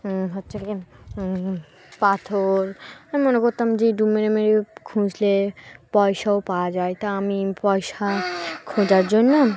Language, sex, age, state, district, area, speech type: Bengali, female, 18-30, West Bengal, Dakshin Dinajpur, urban, spontaneous